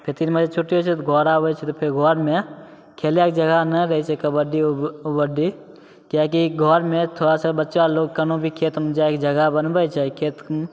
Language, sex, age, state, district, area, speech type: Maithili, male, 18-30, Bihar, Begusarai, urban, spontaneous